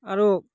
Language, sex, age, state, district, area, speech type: Odia, male, 18-30, Odisha, Kalahandi, rural, spontaneous